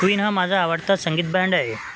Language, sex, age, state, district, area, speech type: Marathi, male, 30-45, Maharashtra, Mumbai Suburban, urban, read